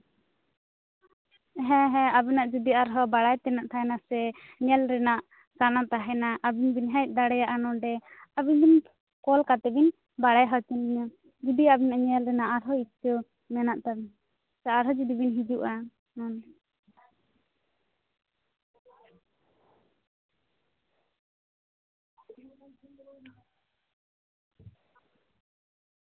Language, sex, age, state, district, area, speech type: Santali, female, 18-30, West Bengal, Bankura, rural, conversation